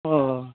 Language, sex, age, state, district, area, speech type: Bengali, male, 30-45, West Bengal, Purba Medinipur, rural, conversation